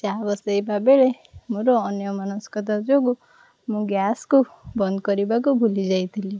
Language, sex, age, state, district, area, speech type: Odia, female, 18-30, Odisha, Puri, urban, spontaneous